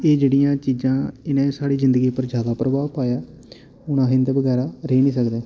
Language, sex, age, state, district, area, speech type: Dogri, male, 18-30, Jammu and Kashmir, Samba, rural, spontaneous